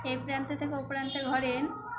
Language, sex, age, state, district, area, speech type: Bengali, female, 18-30, West Bengal, Birbhum, urban, spontaneous